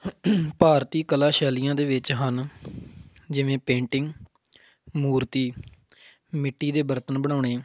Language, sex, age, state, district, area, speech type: Punjabi, male, 30-45, Punjab, Tarn Taran, rural, spontaneous